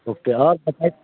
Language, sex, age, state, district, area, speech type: Hindi, male, 60+, Bihar, Muzaffarpur, rural, conversation